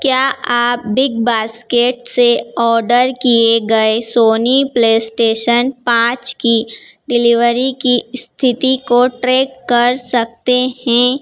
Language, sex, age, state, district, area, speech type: Hindi, female, 18-30, Madhya Pradesh, Harda, urban, read